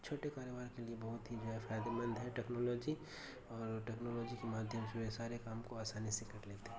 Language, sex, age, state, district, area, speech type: Urdu, male, 18-30, Bihar, Darbhanga, rural, spontaneous